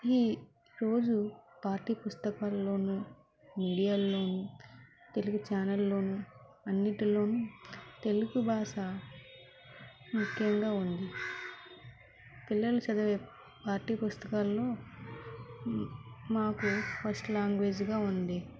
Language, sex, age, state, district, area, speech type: Telugu, female, 18-30, Andhra Pradesh, Vizianagaram, rural, spontaneous